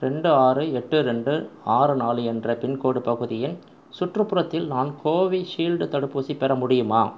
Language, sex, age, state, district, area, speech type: Tamil, male, 45-60, Tamil Nadu, Pudukkottai, rural, read